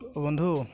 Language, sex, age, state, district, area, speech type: Assamese, male, 30-45, Assam, Goalpara, urban, spontaneous